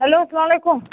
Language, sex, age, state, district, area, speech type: Kashmiri, female, 30-45, Jammu and Kashmir, Baramulla, rural, conversation